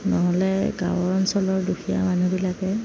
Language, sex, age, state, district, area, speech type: Assamese, female, 30-45, Assam, Darrang, rural, spontaneous